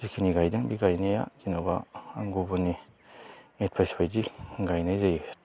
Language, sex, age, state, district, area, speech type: Bodo, male, 45-60, Assam, Baksa, rural, spontaneous